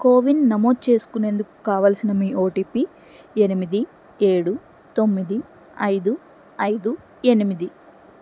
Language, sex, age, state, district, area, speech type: Telugu, female, 60+, Andhra Pradesh, N T Rama Rao, urban, read